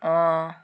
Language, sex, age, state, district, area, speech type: Assamese, female, 45-60, Assam, Tinsukia, urban, spontaneous